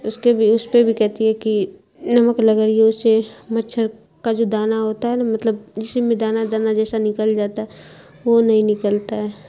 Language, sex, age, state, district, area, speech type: Urdu, female, 30-45, Bihar, Khagaria, rural, spontaneous